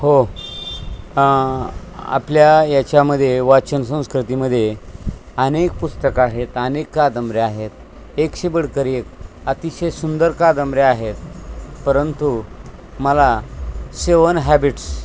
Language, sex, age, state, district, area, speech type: Marathi, male, 60+, Maharashtra, Osmanabad, rural, spontaneous